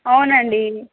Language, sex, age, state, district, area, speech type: Telugu, female, 18-30, Telangana, Peddapalli, rural, conversation